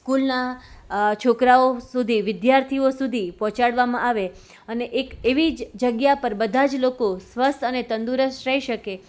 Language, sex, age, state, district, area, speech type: Gujarati, female, 30-45, Gujarat, Rajkot, urban, spontaneous